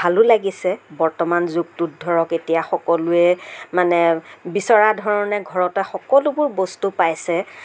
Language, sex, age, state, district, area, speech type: Assamese, female, 60+, Assam, Darrang, rural, spontaneous